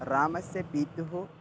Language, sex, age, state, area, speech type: Sanskrit, male, 18-30, Maharashtra, rural, spontaneous